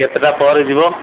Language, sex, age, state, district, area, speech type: Odia, male, 60+, Odisha, Sundergarh, urban, conversation